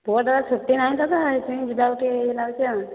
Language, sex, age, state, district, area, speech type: Odia, female, 30-45, Odisha, Dhenkanal, rural, conversation